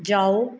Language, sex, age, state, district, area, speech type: Punjabi, female, 45-60, Punjab, Mansa, urban, read